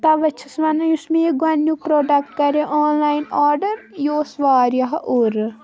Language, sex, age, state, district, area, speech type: Kashmiri, female, 18-30, Jammu and Kashmir, Baramulla, rural, spontaneous